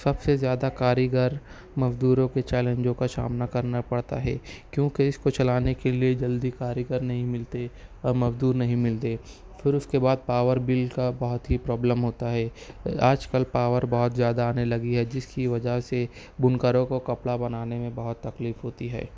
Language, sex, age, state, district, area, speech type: Urdu, male, 18-30, Maharashtra, Nashik, urban, spontaneous